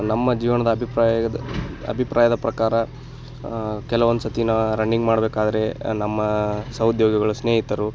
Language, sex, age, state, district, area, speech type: Kannada, male, 18-30, Karnataka, Bagalkot, rural, spontaneous